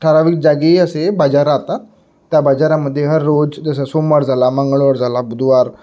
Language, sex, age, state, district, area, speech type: Marathi, male, 18-30, Maharashtra, Nagpur, urban, spontaneous